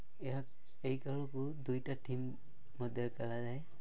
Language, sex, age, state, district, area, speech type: Odia, male, 18-30, Odisha, Nabarangpur, urban, spontaneous